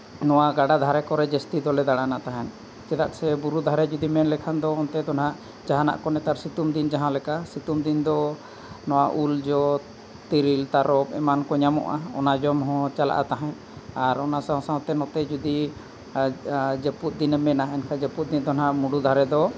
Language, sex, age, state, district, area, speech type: Santali, male, 30-45, Jharkhand, Seraikela Kharsawan, rural, spontaneous